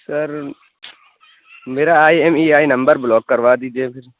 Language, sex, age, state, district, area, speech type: Urdu, male, 18-30, Uttar Pradesh, Lucknow, urban, conversation